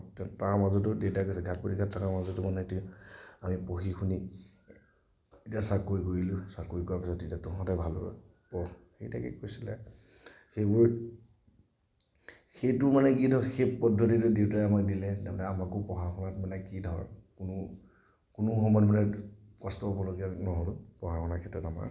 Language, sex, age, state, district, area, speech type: Assamese, male, 30-45, Assam, Nagaon, rural, spontaneous